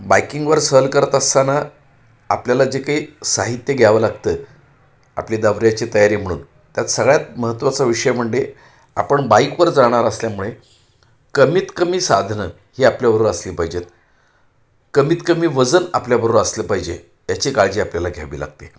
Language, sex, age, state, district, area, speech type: Marathi, male, 45-60, Maharashtra, Pune, urban, spontaneous